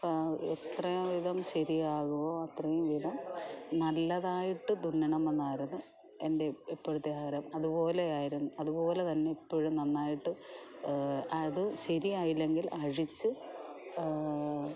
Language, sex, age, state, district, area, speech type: Malayalam, female, 45-60, Kerala, Alappuzha, rural, spontaneous